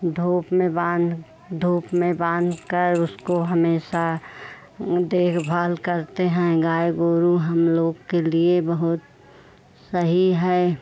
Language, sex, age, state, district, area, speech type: Hindi, female, 45-60, Uttar Pradesh, Pratapgarh, rural, spontaneous